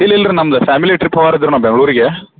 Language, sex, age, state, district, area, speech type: Kannada, male, 30-45, Karnataka, Belgaum, rural, conversation